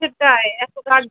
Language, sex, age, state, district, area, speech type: Bengali, female, 30-45, West Bengal, Birbhum, urban, conversation